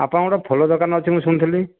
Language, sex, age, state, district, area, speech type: Odia, male, 45-60, Odisha, Dhenkanal, rural, conversation